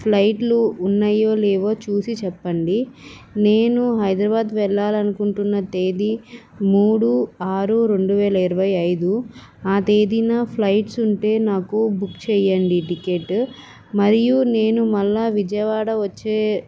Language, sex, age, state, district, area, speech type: Telugu, female, 18-30, Andhra Pradesh, Vizianagaram, urban, spontaneous